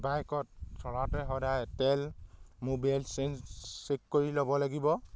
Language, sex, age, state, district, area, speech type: Assamese, male, 18-30, Assam, Sivasagar, rural, spontaneous